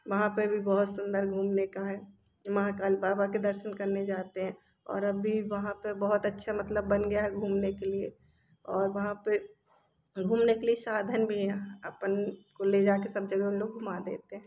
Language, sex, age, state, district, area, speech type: Hindi, female, 30-45, Madhya Pradesh, Jabalpur, urban, spontaneous